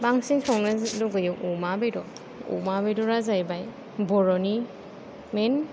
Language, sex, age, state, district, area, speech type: Bodo, female, 30-45, Assam, Chirang, urban, spontaneous